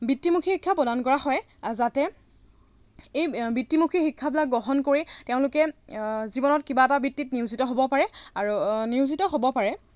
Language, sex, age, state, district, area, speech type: Assamese, female, 30-45, Assam, Lakhimpur, rural, spontaneous